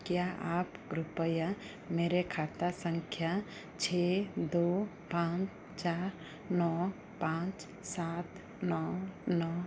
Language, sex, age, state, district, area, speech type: Hindi, female, 45-60, Madhya Pradesh, Chhindwara, rural, read